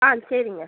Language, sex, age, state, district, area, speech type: Tamil, female, 30-45, Tamil Nadu, Cuddalore, rural, conversation